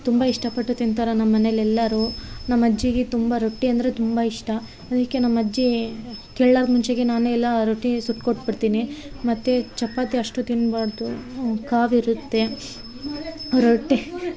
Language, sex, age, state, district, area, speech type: Kannada, female, 30-45, Karnataka, Vijayanagara, rural, spontaneous